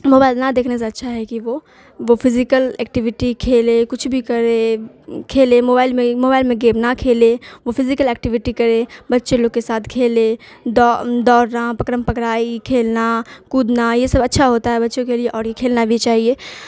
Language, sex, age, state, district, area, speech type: Urdu, female, 18-30, Bihar, Khagaria, rural, spontaneous